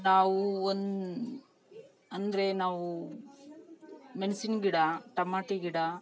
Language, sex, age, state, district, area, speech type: Kannada, female, 30-45, Karnataka, Vijayanagara, rural, spontaneous